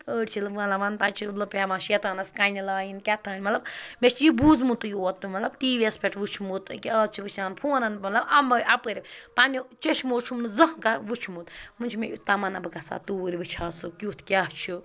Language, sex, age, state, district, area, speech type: Kashmiri, female, 18-30, Jammu and Kashmir, Ganderbal, rural, spontaneous